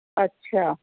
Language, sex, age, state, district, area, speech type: Sindhi, female, 30-45, Delhi, South Delhi, urban, conversation